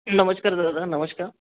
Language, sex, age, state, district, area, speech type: Marathi, male, 30-45, Maharashtra, Akola, urban, conversation